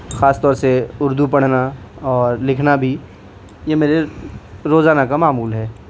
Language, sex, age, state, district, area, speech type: Urdu, male, 18-30, Delhi, South Delhi, urban, spontaneous